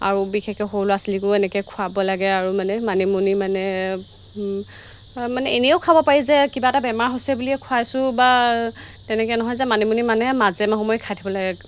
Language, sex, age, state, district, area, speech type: Assamese, female, 30-45, Assam, Golaghat, rural, spontaneous